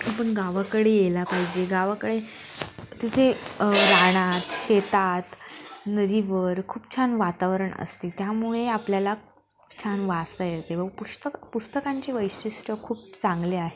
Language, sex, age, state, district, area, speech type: Marathi, female, 18-30, Maharashtra, Nashik, urban, spontaneous